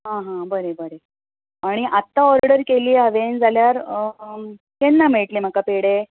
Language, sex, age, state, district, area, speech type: Goan Konkani, female, 30-45, Goa, Bardez, rural, conversation